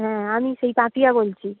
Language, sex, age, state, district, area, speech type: Bengali, female, 18-30, West Bengal, Darjeeling, urban, conversation